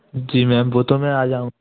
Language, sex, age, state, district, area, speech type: Hindi, male, 30-45, Madhya Pradesh, Gwalior, rural, conversation